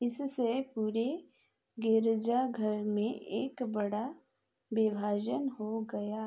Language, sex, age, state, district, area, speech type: Hindi, female, 45-60, Madhya Pradesh, Chhindwara, rural, read